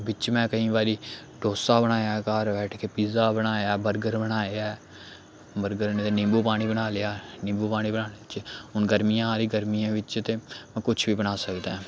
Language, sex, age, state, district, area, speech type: Dogri, male, 18-30, Jammu and Kashmir, Samba, urban, spontaneous